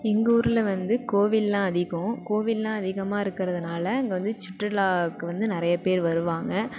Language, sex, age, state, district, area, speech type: Tamil, female, 18-30, Tamil Nadu, Thanjavur, rural, spontaneous